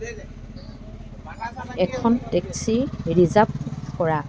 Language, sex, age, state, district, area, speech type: Assamese, female, 60+, Assam, Dibrugarh, rural, read